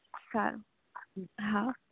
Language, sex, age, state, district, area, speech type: Gujarati, female, 18-30, Gujarat, Surat, urban, conversation